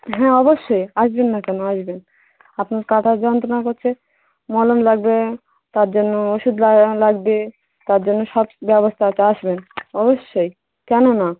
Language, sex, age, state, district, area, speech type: Bengali, female, 18-30, West Bengal, Dakshin Dinajpur, urban, conversation